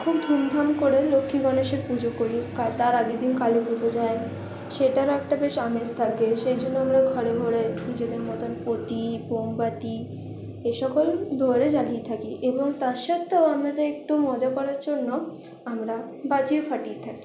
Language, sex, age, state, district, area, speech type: Bengali, female, 30-45, West Bengal, Paschim Bardhaman, urban, spontaneous